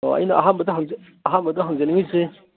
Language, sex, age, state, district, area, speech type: Manipuri, male, 60+, Manipur, Imphal East, rural, conversation